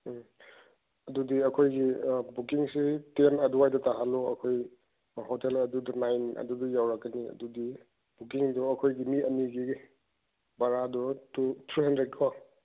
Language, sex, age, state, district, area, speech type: Manipuri, male, 45-60, Manipur, Chandel, rural, conversation